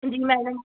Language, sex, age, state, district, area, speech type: Hindi, female, 30-45, Madhya Pradesh, Balaghat, rural, conversation